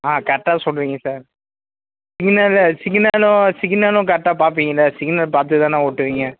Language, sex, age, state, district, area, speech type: Tamil, male, 18-30, Tamil Nadu, Madurai, urban, conversation